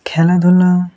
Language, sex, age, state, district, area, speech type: Bengali, male, 18-30, West Bengal, Murshidabad, urban, spontaneous